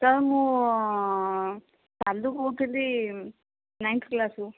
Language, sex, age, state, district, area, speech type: Odia, female, 18-30, Odisha, Kandhamal, rural, conversation